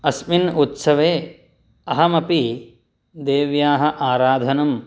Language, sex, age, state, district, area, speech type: Sanskrit, male, 30-45, Karnataka, Shimoga, urban, spontaneous